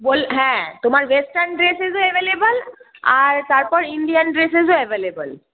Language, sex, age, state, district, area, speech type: Bengali, female, 30-45, West Bengal, Hooghly, urban, conversation